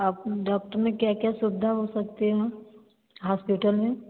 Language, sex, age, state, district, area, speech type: Hindi, female, 30-45, Uttar Pradesh, Varanasi, rural, conversation